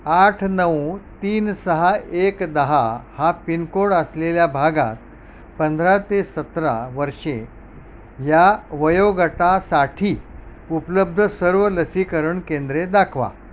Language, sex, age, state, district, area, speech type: Marathi, male, 60+, Maharashtra, Mumbai Suburban, urban, read